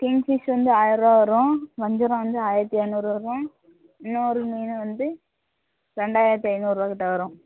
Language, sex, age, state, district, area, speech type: Tamil, female, 18-30, Tamil Nadu, Thoothukudi, rural, conversation